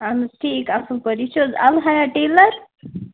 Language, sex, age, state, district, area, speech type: Kashmiri, female, 30-45, Jammu and Kashmir, Baramulla, urban, conversation